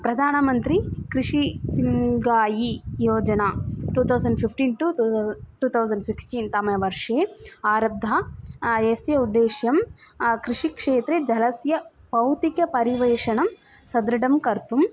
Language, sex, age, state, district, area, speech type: Sanskrit, female, 18-30, Tamil Nadu, Thanjavur, rural, spontaneous